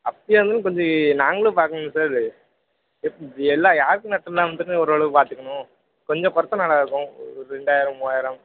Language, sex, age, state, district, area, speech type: Tamil, male, 18-30, Tamil Nadu, Perambalur, urban, conversation